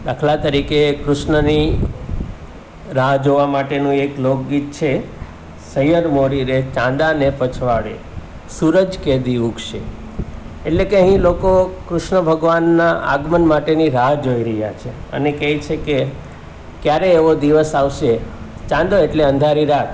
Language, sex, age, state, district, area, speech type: Gujarati, male, 45-60, Gujarat, Surat, urban, spontaneous